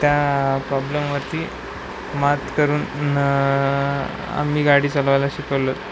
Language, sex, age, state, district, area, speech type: Marathi, male, 18-30, Maharashtra, Nanded, urban, spontaneous